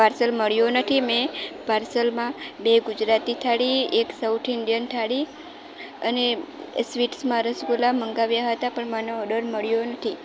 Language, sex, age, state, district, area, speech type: Gujarati, female, 18-30, Gujarat, Valsad, rural, spontaneous